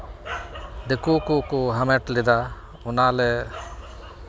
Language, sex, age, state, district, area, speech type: Santali, male, 60+, West Bengal, Malda, rural, spontaneous